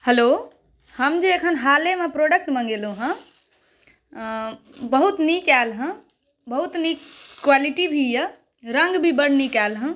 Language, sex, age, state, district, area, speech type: Maithili, female, 18-30, Bihar, Saharsa, rural, spontaneous